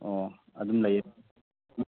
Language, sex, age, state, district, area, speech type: Manipuri, male, 30-45, Manipur, Churachandpur, rural, conversation